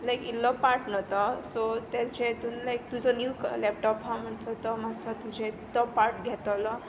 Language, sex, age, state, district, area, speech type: Goan Konkani, female, 18-30, Goa, Tiswadi, rural, spontaneous